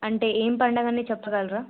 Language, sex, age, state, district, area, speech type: Telugu, female, 18-30, Telangana, Nirmal, urban, conversation